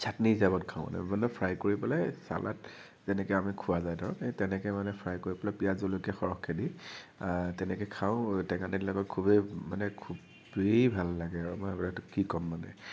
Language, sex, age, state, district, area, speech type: Assamese, male, 18-30, Assam, Nagaon, rural, spontaneous